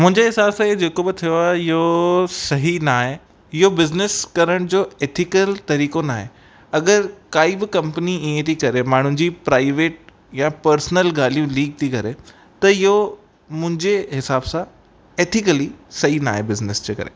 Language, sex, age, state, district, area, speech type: Sindhi, male, 18-30, Rajasthan, Ajmer, urban, spontaneous